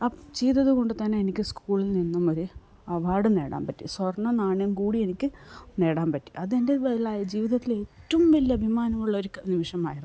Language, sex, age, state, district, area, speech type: Malayalam, female, 45-60, Kerala, Kasaragod, rural, spontaneous